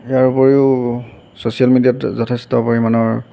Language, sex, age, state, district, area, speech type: Assamese, male, 18-30, Assam, Golaghat, urban, spontaneous